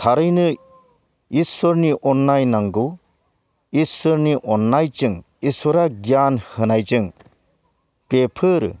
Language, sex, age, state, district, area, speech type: Bodo, male, 60+, Assam, Baksa, rural, spontaneous